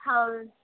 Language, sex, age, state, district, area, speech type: Kannada, female, 18-30, Karnataka, Gulbarga, urban, conversation